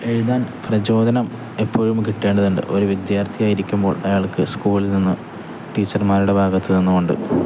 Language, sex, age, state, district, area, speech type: Malayalam, male, 18-30, Kerala, Kozhikode, rural, spontaneous